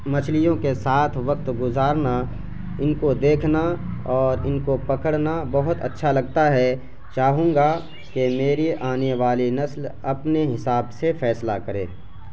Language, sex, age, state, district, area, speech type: Urdu, male, 18-30, Bihar, Araria, rural, spontaneous